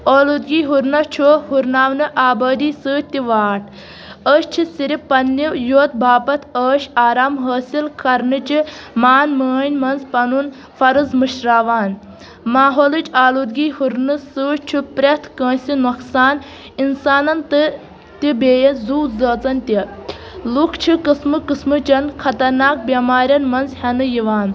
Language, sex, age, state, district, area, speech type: Kashmiri, female, 18-30, Jammu and Kashmir, Kulgam, rural, spontaneous